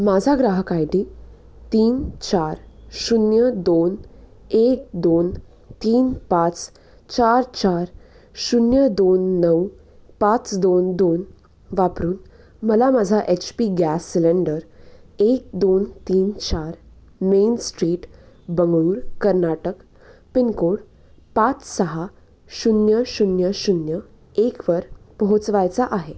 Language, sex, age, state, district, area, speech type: Marathi, female, 18-30, Maharashtra, Nashik, urban, read